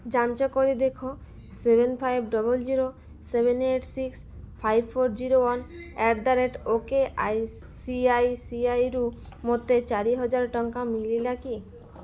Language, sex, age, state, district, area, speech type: Odia, female, 45-60, Odisha, Malkangiri, urban, read